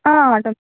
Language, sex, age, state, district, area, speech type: Telugu, female, 45-60, Andhra Pradesh, Visakhapatnam, rural, conversation